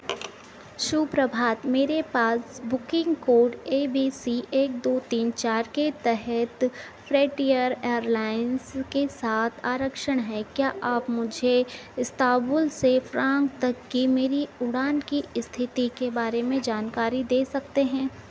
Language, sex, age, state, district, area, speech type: Hindi, female, 45-60, Madhya Pradesh, Harda, urban, read